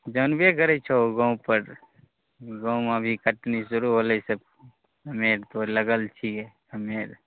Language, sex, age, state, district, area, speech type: Maithili, male, 18-30, Bihar, Begusarai, rural, conversation